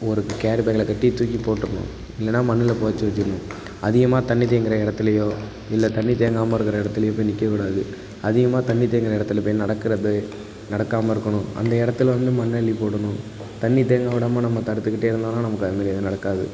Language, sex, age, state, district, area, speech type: Tamil, male, 18-30, Tamil Nadu, Thanjavur, rural, spontaneous